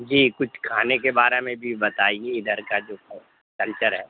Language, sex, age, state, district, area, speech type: Urdu, male, 60+, Bihar, Madhubani, urban, conversation